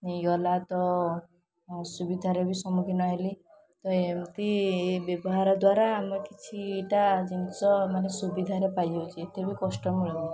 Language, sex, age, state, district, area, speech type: Odia, female, 18-30, Odisha, Puri, urban, spontaneous